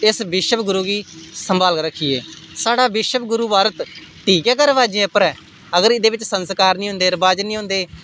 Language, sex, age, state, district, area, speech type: Dogri, male, 18-30, Jammu and Kashmir, Samba, rural, spontaneous